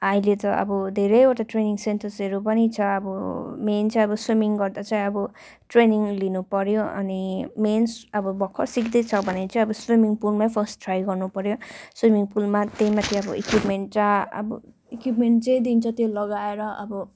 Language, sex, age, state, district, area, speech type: Nepali, female, 18-30, West Bengal, Darjeeling, rural, spontaneous